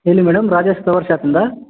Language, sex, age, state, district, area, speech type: Kannada, male, 60+, Karnataka, Kodagu, rural, conversation